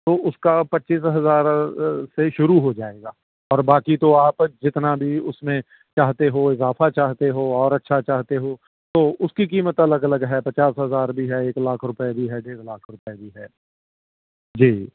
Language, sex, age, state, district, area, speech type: Urdu, male, 45-60, Delhi, South Delhi, urban, conversation